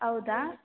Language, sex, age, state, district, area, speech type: Kannada, female, 18-30, Karnataka, Chitradurga, rural, conversation